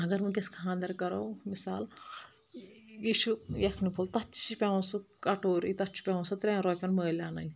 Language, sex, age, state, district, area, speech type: Kashmiri, female, 30-45, Jammu and Kashmir, Anantnag, rural, spontaneous